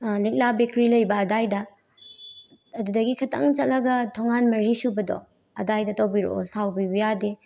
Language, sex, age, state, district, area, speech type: Manipuri, female, 18-30, Manipur, Bishnupur, rural, spontaneous